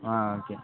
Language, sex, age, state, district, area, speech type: Tamil, male, 18-30, Tamil Nadu, Madurai, urban, conversation